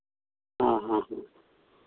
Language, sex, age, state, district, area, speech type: Hindi, male, 60+, Bihar, Madhepura, rural, conversation